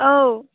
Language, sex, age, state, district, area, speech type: Bodo, female, 30-45, Assam, Chirang, rural, conversation